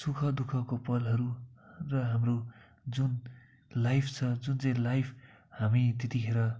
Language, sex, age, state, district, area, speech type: Nepali, male, 18-30, West Bengal, Kalimpong, rural, spontaneous